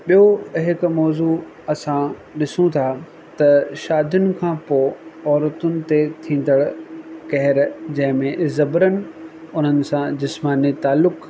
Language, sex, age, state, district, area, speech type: Sindhi, male, 30-45, Rajasthan, Ajmer, urban, spontaneous